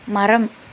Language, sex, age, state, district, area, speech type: Tamil, female, 18-30, Tamil Nadu, Tirunelveli, rural, read